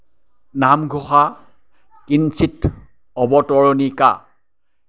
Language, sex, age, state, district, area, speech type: Assamese, male, 60+, Assam, Kamrup Metropolitan, urban, spontaneous